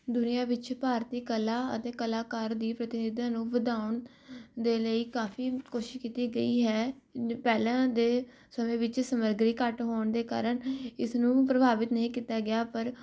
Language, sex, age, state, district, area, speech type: Punjabi, female, 18-30, Punjab, Rupnagar, urban, spontaneous